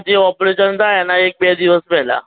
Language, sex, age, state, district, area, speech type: Gujarati, male, 45-60, Gujarat, Aravalli, urban, conversation